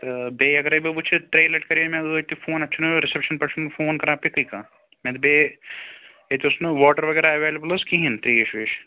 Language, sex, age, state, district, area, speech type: Kashmiri, male, 30-45, Jammu and Kashmir, Srinagar, urban, conversation